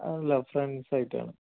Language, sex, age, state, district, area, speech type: Malayalam, male, 18-30, Kerala, Wayanad, rural, conversation